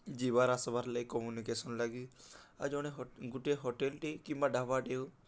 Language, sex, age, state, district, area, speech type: Odia, male, 18-30, Odisha, Balangir, urban, spontaneous